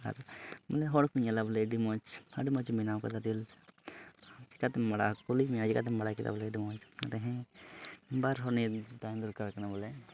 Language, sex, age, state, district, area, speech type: Santali, male, 18-30, Jharkhand, Pakur, rural, spontaneous